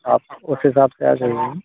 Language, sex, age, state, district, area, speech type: Hindi, male, 60+, Madhya Pradesh, Bhopal, urban, conversation